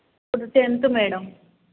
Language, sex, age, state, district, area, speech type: Telugu, female, 18-30, Telangana, Hyderabad, urban, conversation